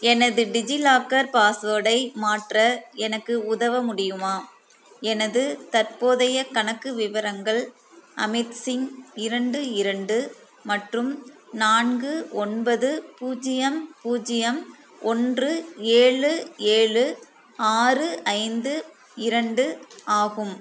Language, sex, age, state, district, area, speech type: Tamil, female, 30-45, Tamil Nadu, Thoothukudi, rural, read